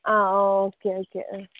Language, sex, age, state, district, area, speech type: Malayalam, female, 18-30, Kerala, Palakkad, rural, conversation